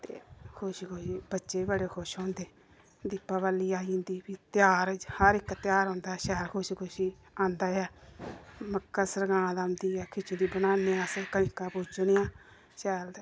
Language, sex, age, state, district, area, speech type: Dogri, female, 30-45, Jammu and Kashmir, Samba, urban, spontaneous